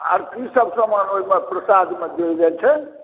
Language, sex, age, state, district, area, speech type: Maithili, male, 60+, Bihar, Supaul, rural, conversation